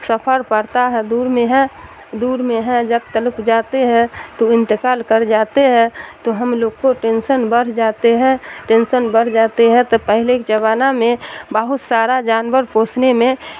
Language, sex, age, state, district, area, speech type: Urdu, female, 60+, Bihar, Darbhanga, rural, spontaneous